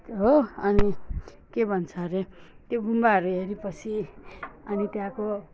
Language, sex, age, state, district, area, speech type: Nepali, female, 45-60, West Bengal, Alipurduar, rural, spontaneous